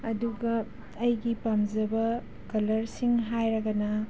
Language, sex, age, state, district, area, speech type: Manipuri, female, 30-45, Manipur, Imphal East, rural, spontaneous